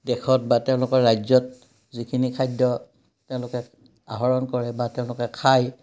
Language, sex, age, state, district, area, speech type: Assamese, male, 60+, Assam, Udalguri, rural, spontaneous